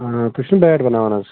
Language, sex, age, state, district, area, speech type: Kashmiri, male, 30-45, Jammu and Kashmir, Bandipora, rural, conversation